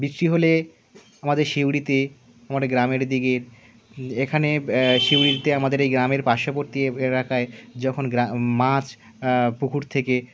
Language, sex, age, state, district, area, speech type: Bengali, male, 18-30, West Bengal, Birbhum, urban, spontaneous